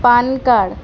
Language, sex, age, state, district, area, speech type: Gujarati, female, 18-30, Gujarat, Ahmedabad, urban, spontaneous